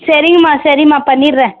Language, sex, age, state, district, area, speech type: Tamil, female, 18-30, Tamil Nadu, Tirupattur, rural, conversation